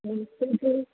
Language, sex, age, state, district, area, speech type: Sanskrit, female, 18-30, Kerala, Ernakulam, urban, conversation